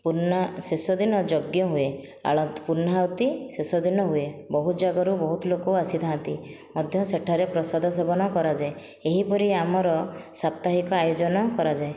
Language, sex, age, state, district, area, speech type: Odia, female, 30-45, Odisha, Khordha, rural, spontaneous